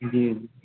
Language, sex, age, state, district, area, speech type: Maithili, male, 18-30, Bihar, Darbhanga, rural, conversation